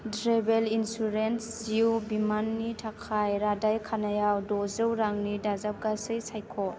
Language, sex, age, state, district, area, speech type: Bodo, female, 18-30, Assam, Chirang, rural, read